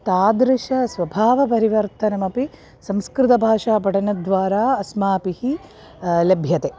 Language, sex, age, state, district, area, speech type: Sanskrit, female, 30-45, Kerala, Ernakulam, urban, spontaneous